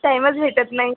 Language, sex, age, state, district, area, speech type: Marathi, female, 18-30, Maharashtra, Buldhana, rural, conversation